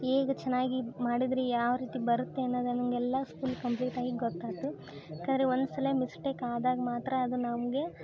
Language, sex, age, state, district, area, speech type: Kannada, female, 18-30, Karnataka, Koppal, urban, spontaneous